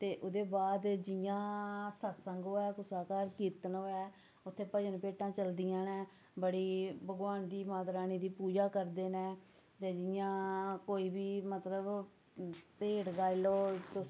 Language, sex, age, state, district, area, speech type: Dogri, female, 45-60, Jammu and Kashmir, Samba, urban, spontaneous